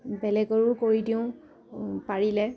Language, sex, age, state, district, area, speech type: Assamese, female, 18-30, Assam, Dibrugarh, rural, spontaneous